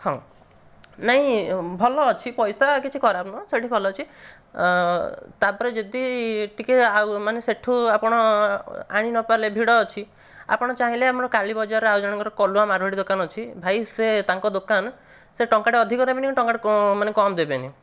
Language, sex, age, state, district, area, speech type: Odia, male, 30-45, Odisha, Dhenkanal, rural, spontaneous